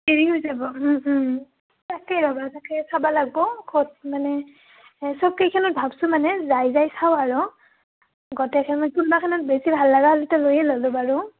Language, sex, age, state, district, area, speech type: Assamese, female, 18-30, Assam, Udalguri, rural, conversation